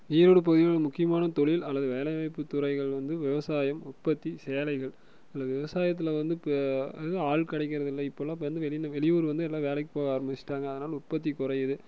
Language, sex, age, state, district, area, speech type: Tamil, male, 18-30, Tamil Nadu, Erode, rural, spontaneous